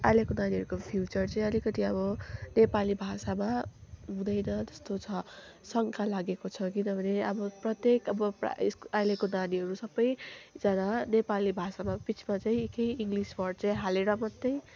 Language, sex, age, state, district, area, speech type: Nepali, female, 18-30, West Bengal, Kalimpong, rural, spontaneous